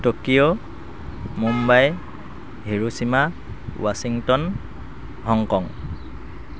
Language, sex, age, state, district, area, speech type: Assamese, male, 30-45, Assam, Sivasagar, rural, spontaneous